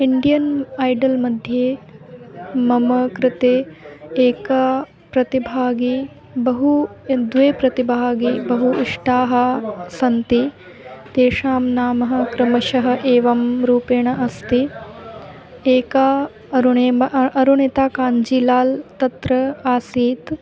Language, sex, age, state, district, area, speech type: Sanskrit, female, 18-30, Madhya Pradesh, Ujjain, urban, spontaneous